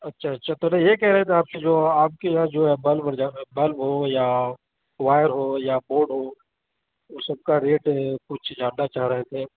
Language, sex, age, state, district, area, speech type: Urdu, male, 30-45, Uttar Pradesh, Gautam Buddha Nagar, urban, conversation